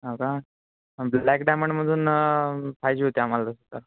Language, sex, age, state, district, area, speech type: Marathi, male, 18-30, Maharashtra, Nanded, urban, conversation